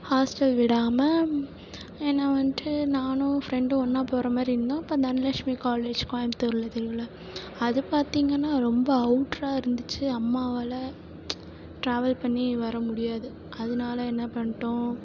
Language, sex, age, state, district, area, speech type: Tamil, female, 18-30, Tamil Nadu, Perambalur, rural, spontaneous